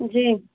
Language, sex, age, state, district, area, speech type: Hindi, female, 18-30, Uttar Pradesh, Azamgarh, urban, conversation